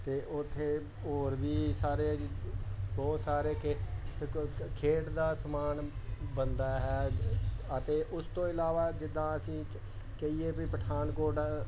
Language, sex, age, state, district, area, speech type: Punjabi, male, 45-60, Punjab, Pathankot, rural, spontaneous